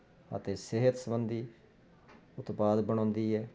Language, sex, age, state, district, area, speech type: Punjabi, male, 45-60, Punjab, Jalandhar, urban, spontaneous